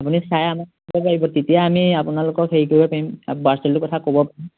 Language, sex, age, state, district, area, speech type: Assamese, male, 18-30, Assam, Majuli, urban, conversation